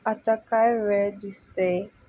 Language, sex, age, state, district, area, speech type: Marathi, female, 45-60, Maharashtra, Thane, urban, read